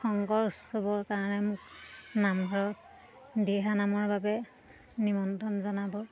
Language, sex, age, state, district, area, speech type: Assamese, female, 30-45, Assam, Lakhimpur, rural, spontaneous